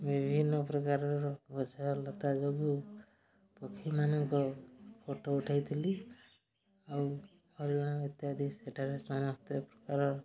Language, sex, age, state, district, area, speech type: Odia, male, 30-45, Odisha, Mayurbhanj, rural, spontaneous